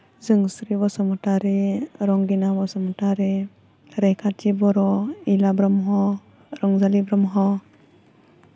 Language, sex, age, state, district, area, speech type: Bodo, female, 18-30, Assam, Baksa, rural, spontaneous